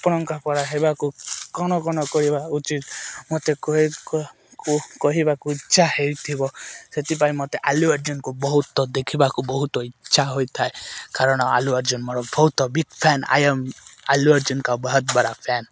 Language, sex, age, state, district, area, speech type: Odia, male, 18-30, Odisha, Malkangiri, urban, spontaneous